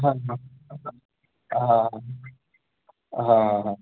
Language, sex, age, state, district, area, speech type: Marathi, male, 18-30, Maharashtra, Wardha, urban, conversation